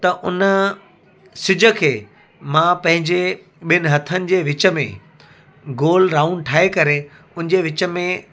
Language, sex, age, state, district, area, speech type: Sindhi, male, 45-60, Gujarat, Surat, urban, spontaneous